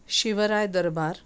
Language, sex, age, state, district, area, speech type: Marathi, female, 45-60, Maharashtra, Sangli, urban, spontaneous